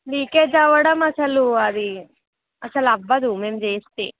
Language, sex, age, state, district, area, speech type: Telugu, female, 18-30, Telangana, Ranga Reddy, rural, conversation